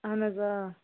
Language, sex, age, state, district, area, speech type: Kashmiri, female, 30-45, Jammu and Kashmir, Baramulla, rural, conversation